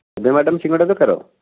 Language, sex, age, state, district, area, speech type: Odia, male, 45-60, Odisha, Bhadrak, rural, conversation